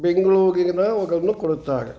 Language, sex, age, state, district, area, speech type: Kannada, male, 60+, Karnataka, Kolar, urban, spontaneous